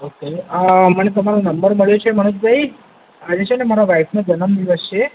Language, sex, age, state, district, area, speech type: Gujarati, male, 18-30, Gujarat, Ahmedabad, urban, conversation